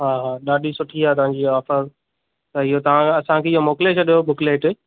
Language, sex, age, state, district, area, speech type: Sindhi, male, 30-45, Maharashtra, Thane, urban, conversation